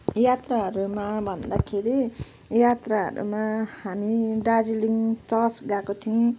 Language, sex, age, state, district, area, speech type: Nepali, female, 45-60, West Bengal, Kalimpong, rural, spontaneous